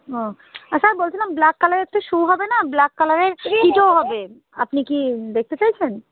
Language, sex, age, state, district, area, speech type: Bengali, female, 18-30, West Bengal, Cooch Behar, urban, conversation